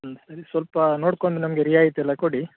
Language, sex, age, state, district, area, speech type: Kannada, male, 30-45, Karnataka, Udupi, urban, conversation